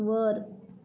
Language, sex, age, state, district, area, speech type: Marathi, female, 18-30, Maharashtra, Raigad, rural, read